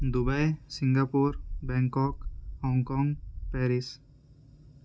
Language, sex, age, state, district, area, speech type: Urdu, male, 18-30, Uttar Pradesh, Ghaziabad, urban, spontaneous